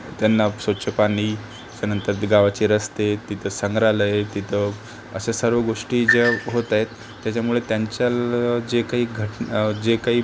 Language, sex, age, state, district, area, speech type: Marathi, male, 18-30, Maharashtra, Akola, rural, spontaneous